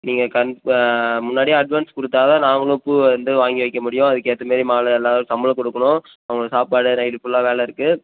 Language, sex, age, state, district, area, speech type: Tamil, male, 18-30, Tamil Nadu, Perambalur, rural, conversation